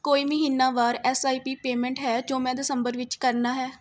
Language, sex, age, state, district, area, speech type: Punjabi, female, 18-30, Punjab, Rupnagar, rural, read